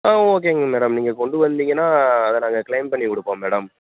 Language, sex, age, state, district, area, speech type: Tamil, male, 18-30, Tamil Nadu, Tenkasi, rural, conversation